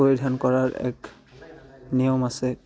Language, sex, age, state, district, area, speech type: Assamese, male, 18-30, Assam, Barpeta, rural, spontaneous